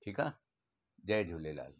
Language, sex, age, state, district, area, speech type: Sindhi, male, 60+, Gujarat, Surat, urban, spontaneous